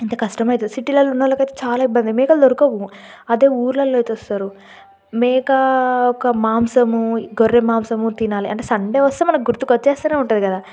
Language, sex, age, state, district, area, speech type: Telugu, female, 18-30, Telangana, Yadadri Bhuvanagiri, rural, spontaneous